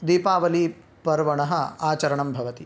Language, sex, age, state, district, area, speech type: Sanskrit, male, 18-30, Karnataka, Uttara Kannada, rural, spontaneous